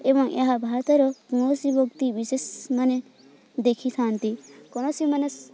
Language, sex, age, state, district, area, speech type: Odia, female, 18-30, Odisha, Balangir, urban, spontaneous